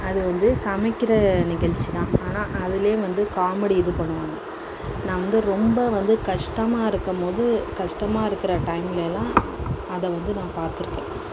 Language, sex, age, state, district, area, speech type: Tamil, female, 45-60, Tamil Nadu, Mayiladuthurai, rural, spontaneous